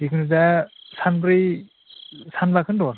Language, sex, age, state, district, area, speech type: Bodo, male, 30-45, Assam, Chirang, urban, conversation